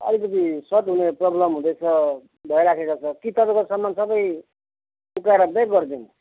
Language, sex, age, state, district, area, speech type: Nepali, male, 45-60, West Bengal, Kalimpong, rural, conversation